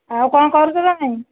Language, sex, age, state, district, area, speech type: Odia, female, 30-45, Odisha, Dhenkanal, rural, conversation